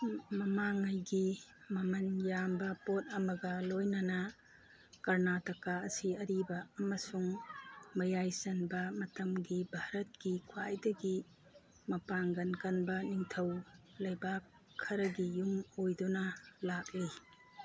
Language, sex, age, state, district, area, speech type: Manipuri, female, 45-60, Manipur, Churachandpur, urban, read